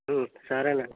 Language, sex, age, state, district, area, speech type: Telugu, male, 60+, Andhra Pradesh, Eluru, rural, conversation